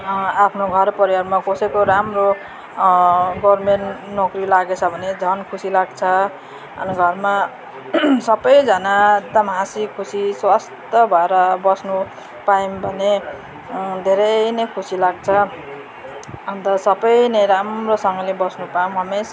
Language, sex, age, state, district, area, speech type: Nepali, female, 45-60, West Bengal, Darjeeling, rural, spontaneous